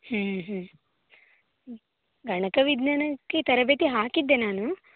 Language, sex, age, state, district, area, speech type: Kannada, female, 18-30, Karnataka, Shimoga, rural, conversation